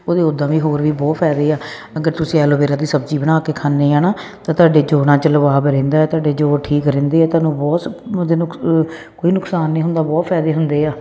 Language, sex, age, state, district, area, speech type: Punjabi, female, 30-45, Punjab, Jalandhar, urban, spontaneous